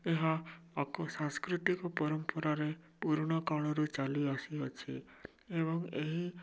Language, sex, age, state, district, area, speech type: Odia, male, 18-30, Odisha, Bhadrak, rural, spontaneous